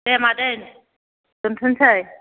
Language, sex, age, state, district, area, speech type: Bodo, female, 45-60, Assam, Chirang, rural, conversation